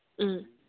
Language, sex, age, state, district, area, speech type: Manipuri, female, 45-60, Manipur, Kangpokpi, rural, conversation